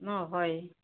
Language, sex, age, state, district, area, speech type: Assamese, female, 30-45, Assam, Jorhat, urban, conversation